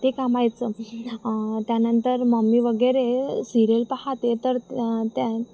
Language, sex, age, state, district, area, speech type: Marathi, female, 18-30, Maharashtra, Wardha, rural, spontaneous